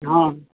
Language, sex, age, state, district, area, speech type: Maithili, male, 18-30, Bihar, Supaul, rural, conversation